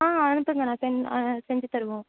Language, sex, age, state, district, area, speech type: Tamil, female, 18-30, Tamil Nadu, Tiruvarur, rural, conversation